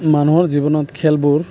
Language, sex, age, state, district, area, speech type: Assamese, male, 18-30, Assam, Sonitpur, rural, spontaneous